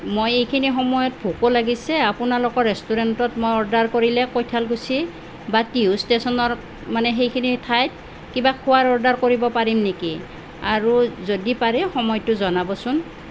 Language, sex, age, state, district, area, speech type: Assamese, female, 45-60, Assam, Nalbari, rural, spontaneous